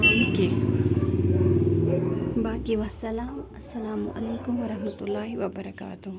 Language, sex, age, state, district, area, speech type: Kashmiri, female, 18-30, Jammu and Kashmir, Bandipora, rural, spontaneous